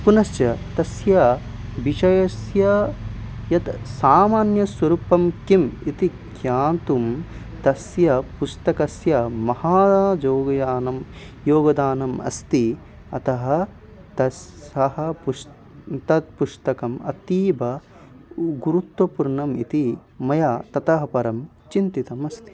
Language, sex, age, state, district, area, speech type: Sanskrit, male, 18-30, Odisha, Khordha, urban, spontaneous